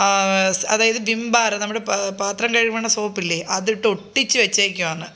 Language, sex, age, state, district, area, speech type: Malayalam, female, 30-45, Kerala, Thiruvananthapuram, rural, spontaneous